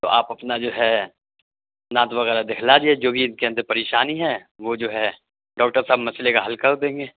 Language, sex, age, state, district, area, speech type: Urdu, male, 30-45, Delhi, Central Delhi, urban, conversation